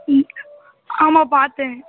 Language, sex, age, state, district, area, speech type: Tamil, female, 18-30, Tamil Nadu, Thoothukudi, rural, conversation